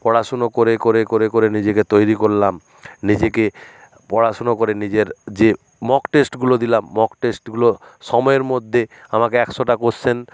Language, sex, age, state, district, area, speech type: Bengali, male, 60+, West Bengal, Nadia, rural, spontaneous